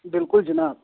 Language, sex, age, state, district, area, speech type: Kashmiri, male, 45-60, Jammu and Kashmir, Budgam, rural, conversation